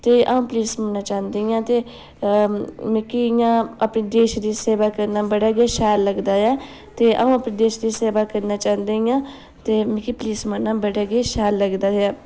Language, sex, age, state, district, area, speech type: Dogri, female, 18-30, Jammu and Kashmir, Udhampur, rural, spontaneous